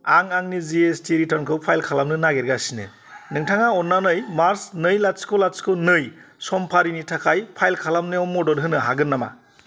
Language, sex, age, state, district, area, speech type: Bodo, male, 30-45, Assam, Kokrajhar, rural, read